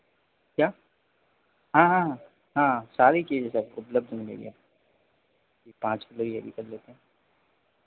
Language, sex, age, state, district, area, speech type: Hindi, male, 30-45, Madhya Pradesh, Harda, urban, conversation